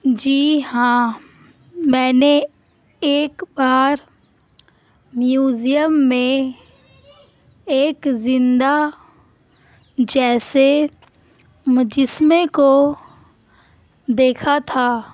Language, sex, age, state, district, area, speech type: Urdu, female, 18-30, Bihar, Gaya, urban, spontaneous